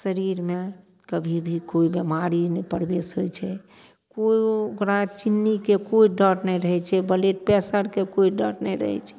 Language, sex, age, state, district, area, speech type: Maithili, female, 60+, Bihar, Madhepura, urban, spontaneous